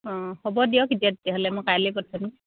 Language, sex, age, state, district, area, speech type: Assamese, female, 30-45, Assam, Sivasagar, rural, conversation